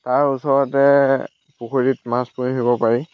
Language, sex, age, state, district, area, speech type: Assamese, male, 18-30, Assam, Lakhimpur, rural, spontaneous